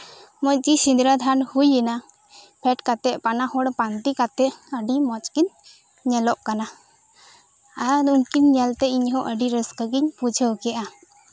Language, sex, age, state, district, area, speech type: Santali, female, 18-30, West Bengal, Birbhum, rural, spontaneous